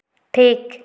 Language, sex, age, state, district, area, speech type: Santali, female, 18-30, West Bengal, Purba Bardhaman, rural, read